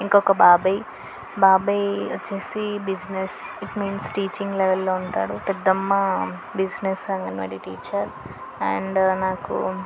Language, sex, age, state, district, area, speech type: Telugu, female, 18-30, Telangana, Yadadri Bhuvanagiri, urban, spontaneous